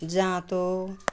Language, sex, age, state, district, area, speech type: Nepali, female, 60+, West Bengal, Jalpaiguri, rural, spontaneous